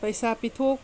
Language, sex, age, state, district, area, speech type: Manipuri, female, 45-60, Manipur, Tengnoupal, urban, spontaneous